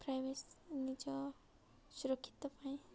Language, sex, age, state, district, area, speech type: Odia, female, 18-30, Odisha, Nabarangpur, urban, spontaneous